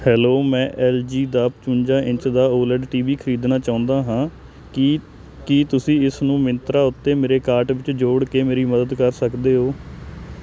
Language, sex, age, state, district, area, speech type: Punjabi, male, 18-30, Punjab, Hoshiarpur, rural, read